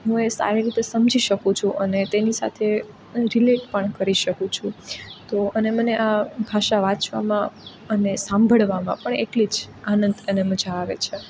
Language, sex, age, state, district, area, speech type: Gujarati, female, 18-30, Gujarat, Rajkot, urban, spontaneous